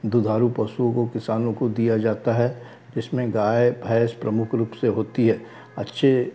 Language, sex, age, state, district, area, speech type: Hindi, male, 60+, Madhya Pradesh, Balaghat, rural, spontaneous